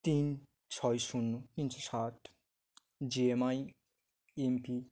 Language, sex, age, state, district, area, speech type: Bengali, male, 18-30, West Bengal, Dakshin Dinajpur, urban, spontaneous